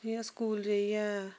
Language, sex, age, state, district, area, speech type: Dogri, female, 30-45, Jammu and Kashmir, Reasi, rural, spontaneous